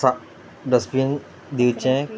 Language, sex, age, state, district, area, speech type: Goan Konkani, male, 18-30, Goa, Murmgao, rural, spontaneous